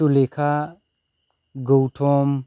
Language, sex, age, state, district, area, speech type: Bodo, male, 30-45, Assam, Kokrajhar, rural, spontaneous